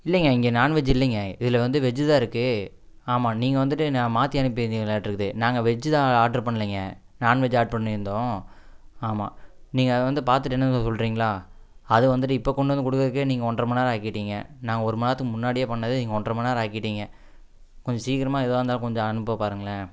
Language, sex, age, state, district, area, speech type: Tamil, male, 18-30, Tamil Nadu, Coimbatore, rural, spontaneous